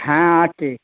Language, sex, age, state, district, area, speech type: Bengali, male, 60+, West Bengal, Hooghly, rural, conversation